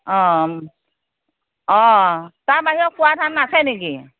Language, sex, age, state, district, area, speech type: Assamese, female, 60+, Assam, Morigaon, rural, conversation